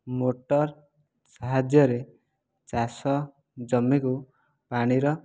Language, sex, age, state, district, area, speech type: Odia, male, 18-30, Odisha, Jajpur, rural, spontaneous